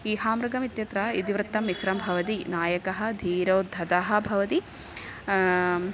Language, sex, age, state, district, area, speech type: Sanskrit, female, 18-30, Kerala, Thrissur, urban, spontaneous